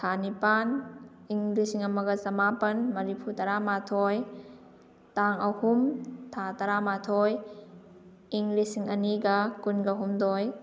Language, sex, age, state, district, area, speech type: Manipuri, female, 30-45, Manipur, Kakching, rural, spontaneous